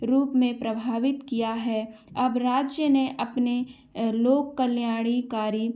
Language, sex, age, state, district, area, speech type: Hindi, female, 18-30, Madhya Pradesh, Gwalior, urban, spontaneous